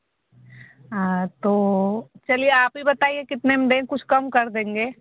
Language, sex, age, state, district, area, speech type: Hindi, female, 30-45, Uttar Pradesh, Varanasi, rural, conversation